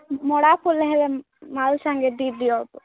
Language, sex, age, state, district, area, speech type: Odia, female, 18-30, Odisha, Kalahandi, rural, conversation